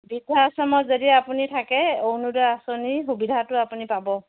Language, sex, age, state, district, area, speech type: Assamese, female, 45-60, Assam, Dibrugarh, rural, conversation